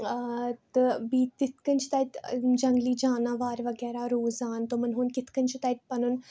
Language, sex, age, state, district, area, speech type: Kashmiri, female, 18-30, Jammu and Kashmir, Baramulla, rural, spontaneous